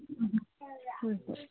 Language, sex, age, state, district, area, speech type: Manipuri, female, 45-60, Manipur, Kangpokpi, urban, conversation